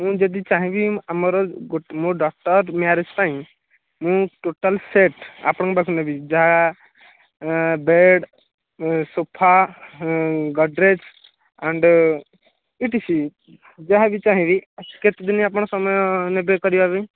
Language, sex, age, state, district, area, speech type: Odia, male, 18-30, Odisha, Nayagarh, rural, conversation